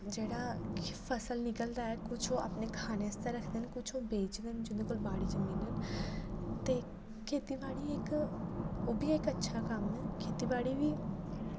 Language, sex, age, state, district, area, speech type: Dogri, female, 18-30, Jammu and Kashmir, Jammu, rural, spontaneous